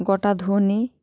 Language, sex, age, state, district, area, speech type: Bengali, female, 45-60, West Bengal, Hooghly, urban, spontaneous